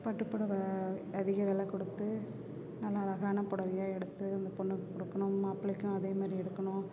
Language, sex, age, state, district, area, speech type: Tamil, female, 45-60, Tamil Nadu, Perambalur, urban, spontaneous